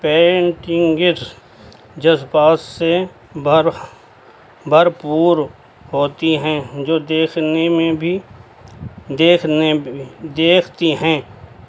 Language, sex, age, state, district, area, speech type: Urdu, male, 60+, Delhi, North East Delhi, urban, spontaneous